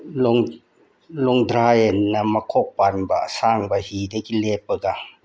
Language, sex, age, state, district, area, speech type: Manipuri, male, 60+, Manipur, Bishnupur, rural, spontaneous